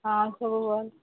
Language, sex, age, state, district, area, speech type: Odia, female, 30-45, Odisha, Nabarangpur, urban, conversation